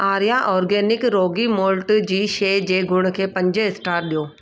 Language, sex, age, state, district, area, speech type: Sindhi, female, 30-45, Delhi, South Delhi, urban, read